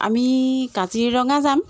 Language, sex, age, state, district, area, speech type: Assamese, female, 30-45, Assam, Jorhat, urban, spontaneous